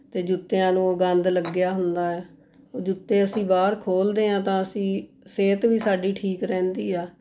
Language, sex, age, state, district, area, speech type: Punjabi, female, 45-60, Punjab, Mohali, urban, spontaneous